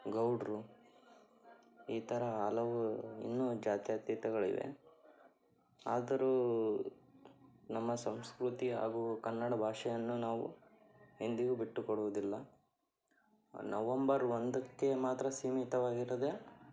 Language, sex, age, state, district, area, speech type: Kannada, male, 18-30, Karnataka, Davanagere, urban, spontaneous